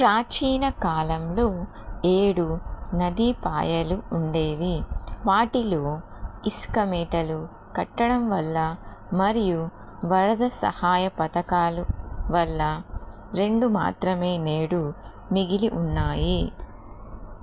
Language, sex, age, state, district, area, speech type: Telugu, female, 30-45, Telangana, Jagtial, urban, read